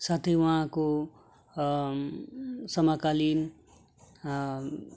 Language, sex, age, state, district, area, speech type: Nepali, male, 30-45, West Bengal, Darjeeling, rural, spontaneous